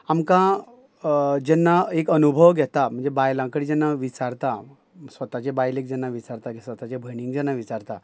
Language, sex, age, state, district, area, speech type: Goan Konkani, male, 45-60, Goa, Ponda, rural, spontaneous